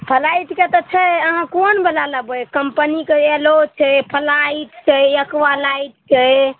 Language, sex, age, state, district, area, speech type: Maithili, female, 18-30, Bihar, Araria, urban, conversation